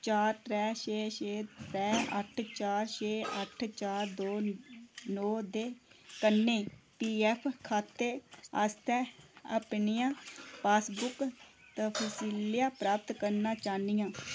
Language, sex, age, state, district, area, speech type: Dogri, female, 30-45, Jammu and Kashmir, Udhampur, rural, read